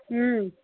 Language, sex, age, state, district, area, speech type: Kannada, female, 45-60, Karnataka, Gadag, rural, conversation